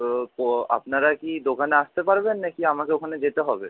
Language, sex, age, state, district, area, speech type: Bengali, male, 30-45, West Bengal, Purba Bardhaman, urban, conversation